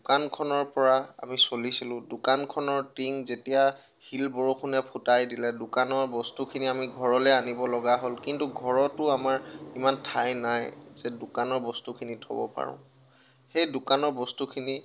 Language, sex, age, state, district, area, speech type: Assamese, male, 18-30, Assam, Tinsukia, rural, spontaneous